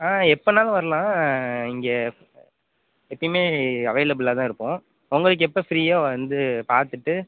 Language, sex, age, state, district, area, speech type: Tamil, male, 18-30, Tamil Nadu, Pudukkottai, rural, conversation